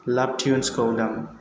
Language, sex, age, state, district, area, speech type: Bodo, male, 18-30, Assam, Chirang, rural, read